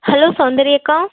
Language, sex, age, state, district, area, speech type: Tamil, female, 18-30, Tamil Nadu, Erode, rural, conversation